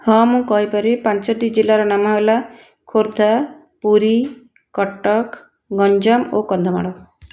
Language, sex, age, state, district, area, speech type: Odia, female, 60+, Odisha, Nayagarh, rural, spontaneous